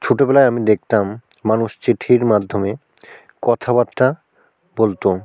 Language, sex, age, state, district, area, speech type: Bengali, male, 18-30, West Bengal, South 24 Parganas, rural, spontaneous